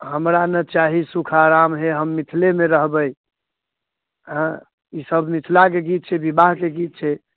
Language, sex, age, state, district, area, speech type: Maithili, male, 30-45, Bihar, Muzaffarpur, urban, conversation